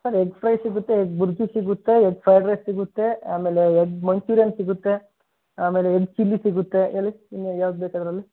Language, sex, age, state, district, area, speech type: Kannada, male, 18-30, Karnataka, Bellary, rural, conversation